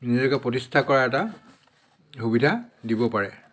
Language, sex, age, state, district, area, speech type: Assamese, male, 60+, Assam, Dhemaji, urban, spontaneous